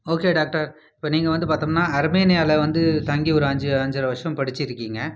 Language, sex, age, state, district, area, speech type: Tamil, male, 18-30, Tamil Nadu, Krishnagiri, rural, spontaneous